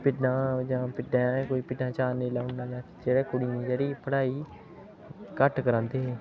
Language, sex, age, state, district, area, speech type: Dogri, male, 18-30, Jammu and Kashmir, Udhampur, rural, spontaneous